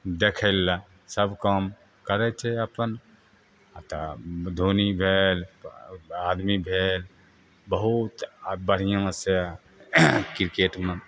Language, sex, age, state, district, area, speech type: Maithili, male, 45-60, Bihar, Begusarai, rural, spontaneous